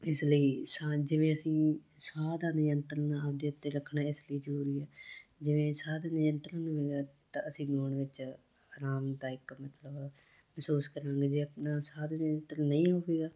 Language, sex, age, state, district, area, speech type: Punjabi, female, 30-45, Punjab, Muktsar, urban, spontaneous